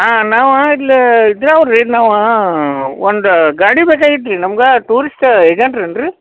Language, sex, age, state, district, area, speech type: Kannada, male, 45-60, Karnataka, Belgaum, rural, conversation